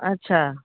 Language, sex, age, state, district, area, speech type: Hindi, female, 45-60, Bihar, Darbhanga, rural, conversation